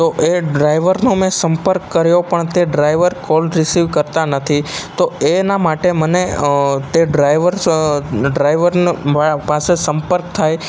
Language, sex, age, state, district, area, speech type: Gujarati, male, 18-30, Gujarat, Ahmedabad, urban, spontaneous